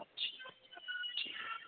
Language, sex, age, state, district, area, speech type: Urdu, male, 45-60, Telangana, Hyderabad, urban, conversation